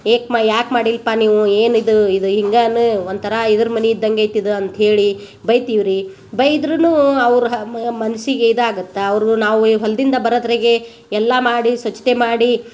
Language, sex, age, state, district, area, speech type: Kannada, female, 45-60, Karnataka, Gadag, rural, spontaneous